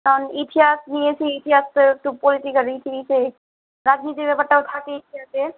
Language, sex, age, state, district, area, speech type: Bengali, female, 18-30, West Bengal, Malda, urban, conversation